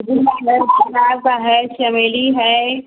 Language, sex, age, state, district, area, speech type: Hindi, female, 60+, Uttar Pradesh, Azamgarh, rural, conversation